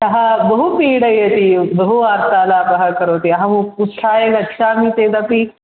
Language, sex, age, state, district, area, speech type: Sanskrit, female, 18-30, Kerala, Thrissur, urban, conversation